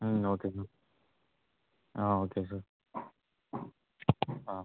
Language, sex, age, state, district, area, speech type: Tamil, male, 45-60, Tamil Nadu, Ariyalur, rural, conversation